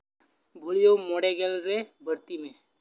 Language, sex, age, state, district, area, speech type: Santali, male, 18-30, West Bengal, Malda, rural, read